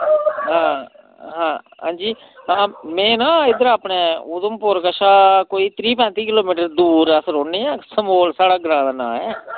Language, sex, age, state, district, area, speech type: Dogri, male, 30-45, Jammu and Kashmir, Udhampur, rural, conversation